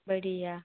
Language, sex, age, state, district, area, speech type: Sindhi, female, 30-45, Gujarat, Surat, urban, conversation